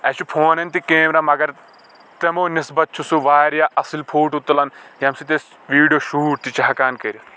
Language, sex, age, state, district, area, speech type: Kashmiri, male, 18-30, Jammu and Kashmir, Kulgam, rural, spontaneous